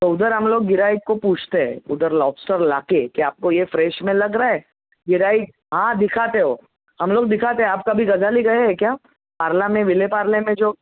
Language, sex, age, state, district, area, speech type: Marathi, female, 30-45, Maharashtra, Mumbai Suburban, urban, conversation